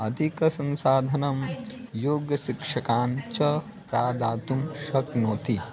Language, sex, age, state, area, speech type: Sanskrit, male, 18-30, Bihar, rural, spontaneous